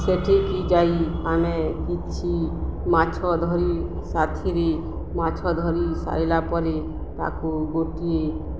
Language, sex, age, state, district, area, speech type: Odia, female, 45-60, Odisha, Balangir, urban, spontaneous